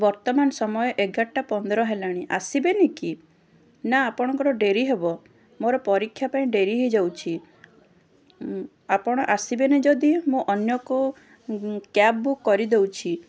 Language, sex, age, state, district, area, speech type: Odia, female, 30-45, Odisha, Puri, urban, spontaneous